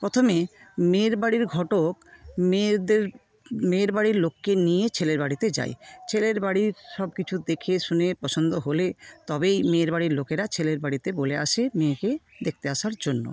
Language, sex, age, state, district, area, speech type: Bengali, female, 60+, West Bengal, Paschim Medinipur, rural, spontaneous